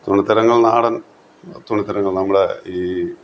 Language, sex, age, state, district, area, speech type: Malayalam, male, 60+, Kerala, Kottayam, rural, spontaneous